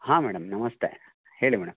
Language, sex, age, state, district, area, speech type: Kannada, male, 45-60, Karnataka, Chitradurga, rural, conversation